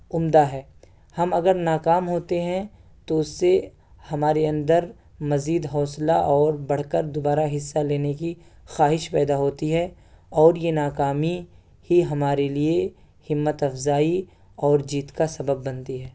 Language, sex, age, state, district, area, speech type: Urdu, male, 18-30, Delhi, South Delhi, urban, spontaneous